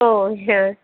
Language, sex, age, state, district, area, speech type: Malayalam, female, 18-30, Kerala, Thiruvananthapuram, rural, conversation